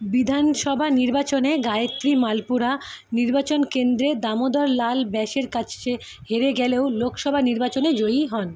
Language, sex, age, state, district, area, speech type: Bengali, female, 30-45, West Bengal, Kolkata, urban, read